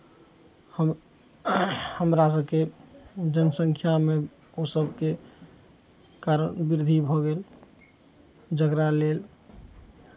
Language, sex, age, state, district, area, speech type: Maithili, male, 45-60, Bihar, Araria, rural, spontaneous